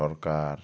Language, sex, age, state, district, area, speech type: Bengali, male, 30-45, West Bengal, Alipurduar, rural, spontaneous